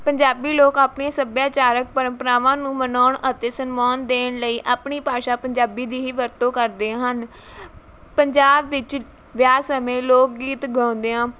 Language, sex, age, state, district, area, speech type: Punjabi, female, 18-30, Punjab, Mohali, rural, spontaneous